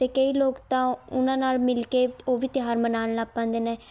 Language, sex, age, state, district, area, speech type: Punjabi, female, 18-30, Punjab, Shaheed Bhagat Singh Nagar, urban, spontaneous